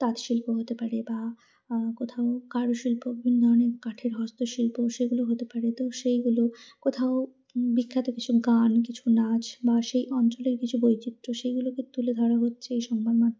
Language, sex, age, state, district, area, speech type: Bengali, female, 30-45, West Bengal, Darjeeling, urban, spontaneous